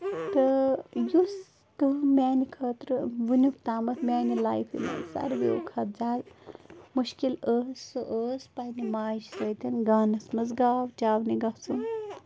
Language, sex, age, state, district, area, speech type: Kashmiri, female, 30-45, Jammu and Kashmir, Bandipora, rural, spontaneous